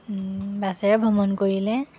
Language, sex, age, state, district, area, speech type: Assamese, female, 18-30, Assam, Majuli, urban, spontaneous